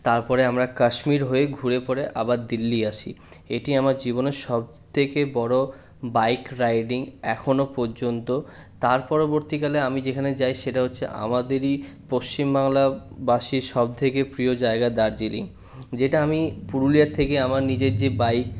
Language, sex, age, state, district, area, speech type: Bengali, male, 30-45, West Bengal, Purulia, urban, spontaneous